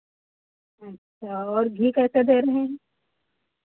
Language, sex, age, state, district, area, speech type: Hindi, female, 45-60, Uttar Pradesh, Hardoi, rural, conversation